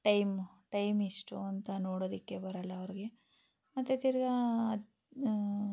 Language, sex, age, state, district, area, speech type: Kannada, female, 18-30, Karnataka, Chikkaballapur, rural, spontaneous